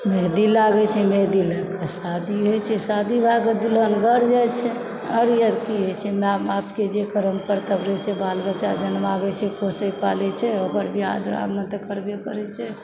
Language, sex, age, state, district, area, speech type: Maithili, female, 60+, Bihar, Supaul, rural, spontaneous